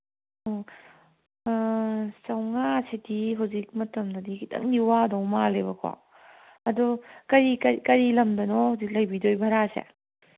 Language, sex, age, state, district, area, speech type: Manipuri, female, 30-45, Manipur, Kangpokpi, urban, conversation